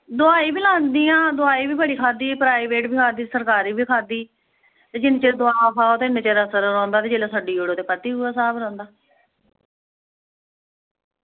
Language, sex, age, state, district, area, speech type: Dogri, female, 45-60, Jammu and Kashmir, Samba, rural, conversation